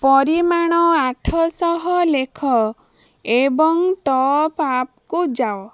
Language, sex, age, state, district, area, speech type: Odia, female, 30-45, Odisha, Bhadrak, rural, read